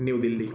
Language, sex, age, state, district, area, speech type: Bengali, male, 30-45, West Bengal, Jalpaiguri, rural, spontaneous